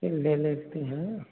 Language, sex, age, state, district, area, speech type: Hindi, male, 45-60, Uttar Pradesh, Hardoi, rural, conversation